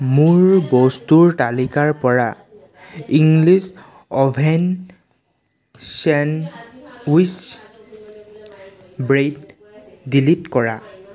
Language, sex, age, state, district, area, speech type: Assamese, male, 18-30, Assam, Sonitpur, rural, read